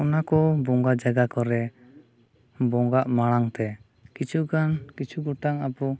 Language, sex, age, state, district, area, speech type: Santali, male, 30-45, Jharkhand, East Singhbhum, rural, spontaneous